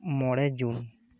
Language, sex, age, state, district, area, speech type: Santali, male, 18-30, West Bengal, Bankura, rural, spontaneous